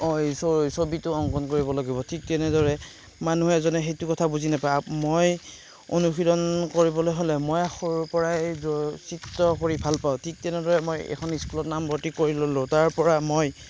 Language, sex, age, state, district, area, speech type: Assamese, male, 30-45, Assam, Darrang, rural, spontaneous